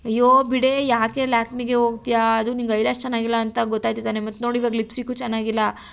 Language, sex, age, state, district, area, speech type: Kannada, female, 18-30, Karnataka, Tumkur, rural, spontaneous